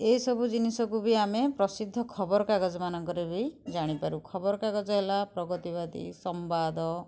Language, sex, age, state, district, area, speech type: Odia, female, 30-45, Odisha, Kendujhar, urban, spontaneous